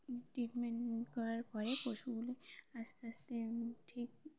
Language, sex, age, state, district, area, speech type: Bengali, female, 18-30, West Bengal, Birbhum, urban, spontaneous